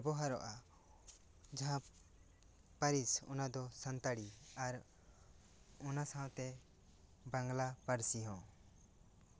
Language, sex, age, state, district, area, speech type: Santali, male, 18-30, West Bengal, Bankura, rural, spontaneous